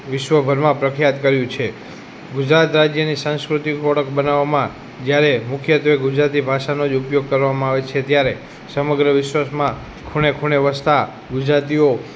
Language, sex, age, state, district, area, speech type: Gujarati, male, 30-45, Gujarat, Morbi, urban, spontaneous